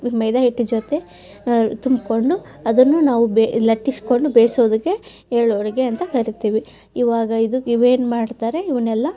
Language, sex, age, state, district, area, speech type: Kannada, female, 30-45, Karnataka, Gadag, rural, spontaneous